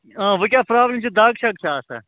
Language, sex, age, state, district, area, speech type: Kashmiri, male, 45-60, Jammu and Kashmir, Baramulla, rural, conversation